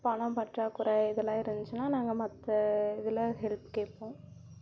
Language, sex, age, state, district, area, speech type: Tamil, female, 18-30, Tamil Nadu, Namakkal, rural, spontaneous